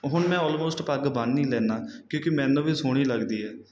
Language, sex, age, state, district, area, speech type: Punjabi, male, 18-30, Punjab, Bathinda, rural, spontaneous